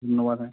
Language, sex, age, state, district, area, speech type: Bengali, male, 18-30, West Bengal, Hooghly, urban, conversation